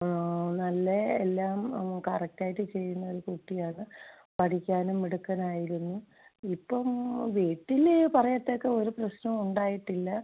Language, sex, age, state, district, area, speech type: Malayalam, female, 45-60, Kerala, Thiruvananthapuram, rural, conversation